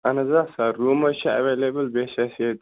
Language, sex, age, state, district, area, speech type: Kashmiri, male, 18-30, Jammu and Kashmir, Baramulla, rural, conversation